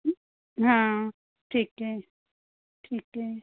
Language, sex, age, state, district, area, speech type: Hindi, female, 45-60, Madhya Pradesh, Ujjain, urban, conversation